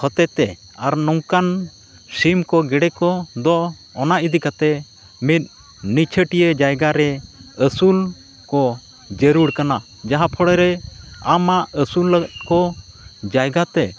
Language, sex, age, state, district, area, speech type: Santali, male, 45-60, Odisha, Mayurbhanj, rural, spontaneous